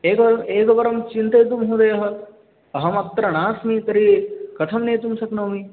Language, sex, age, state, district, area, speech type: Sanskrit, male, 18-30, West Bengal, Bankura, urban, conversation